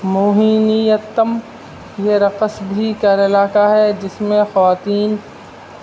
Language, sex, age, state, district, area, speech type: Urdu, male, 30-45, Uttar Pradesh, Rampur, urban, spontaneous